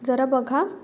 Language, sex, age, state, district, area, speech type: Marathi, female, 18-30, Maharashtra, Ratnagiri, rural, spontaneous